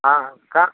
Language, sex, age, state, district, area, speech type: Maithili, male, 60+, Bihar, Sitamarhi, rural, conversation